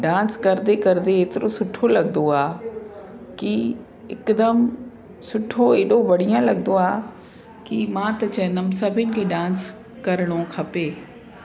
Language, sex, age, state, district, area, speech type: Sindhi, female, 45-60, Uttar Pradesh, Lucknow, urban, spontaneous